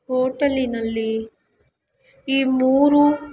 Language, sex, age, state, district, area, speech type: Kannada, female, 60+, Karnataka, Kolar, rural, spontaneous